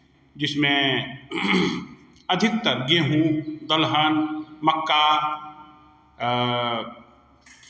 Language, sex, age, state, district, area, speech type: Hindi, male, 60+, Bihar, Begusarai, urban, spontaneous